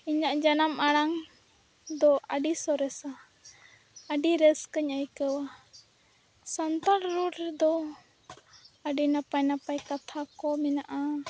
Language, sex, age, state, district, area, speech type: Santali, female, 18-30, Jharkhand, Seraikela Kharsawan, rural, spontaneous